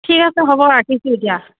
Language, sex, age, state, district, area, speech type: Assamese, female, 45-60, Assam, Dibrugarh, rural, conversation